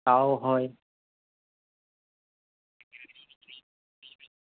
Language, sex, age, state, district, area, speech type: Bengali, male, 18-30, West Bengal, Kolkata, urban, conversation